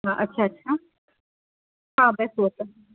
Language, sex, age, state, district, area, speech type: Urdu, female, 30-45, Delhi, South Delhi, urban, conversation